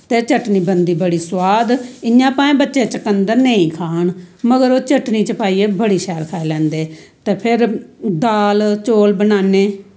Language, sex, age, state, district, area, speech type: Dogri, female, 45-60, Jammu and Kashmir, Samba, rural, spontaneous